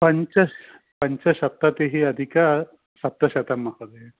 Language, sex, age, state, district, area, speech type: Sanskrit, male, 60+, Andhra Pradesh, Visakhapatnam, urban, conversation